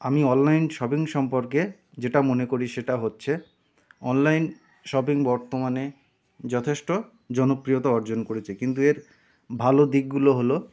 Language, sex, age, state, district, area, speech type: Bengali, male, 30-45, West Bengal, North 24 Parganas, rural, spontaneous